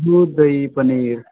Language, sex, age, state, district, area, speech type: Marathi, male, 18-30, Maharashtra, Sangli, urban, conversation